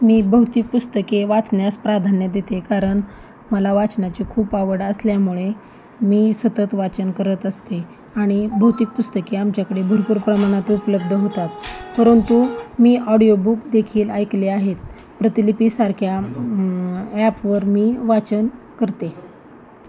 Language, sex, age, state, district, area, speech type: Marathi, female, 30-45, Maharashtra, Osmanabad, rural, spontaneous